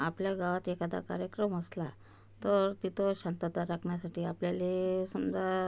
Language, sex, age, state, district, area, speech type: Marathi, female, 45-60, Maharashtra, Amravati, rural, spontaneous